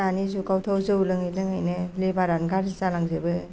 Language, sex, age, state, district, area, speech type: Bodo, female, 45-60, Assam, Kokrajhar, urban, spontaneous